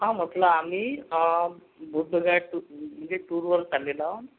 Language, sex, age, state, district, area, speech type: Marathi, male, 45-60, Maharashtra, Akola, rural, conversation